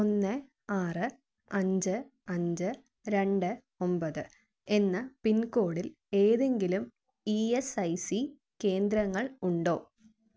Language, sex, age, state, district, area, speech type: Malayalam, female, 18-30, Kerala, Thiruvananthapuram, urban, read